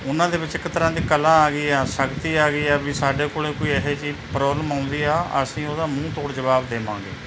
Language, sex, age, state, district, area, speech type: Punjabi, male, 45-60, Punjab, Mansa, urban, spontaneous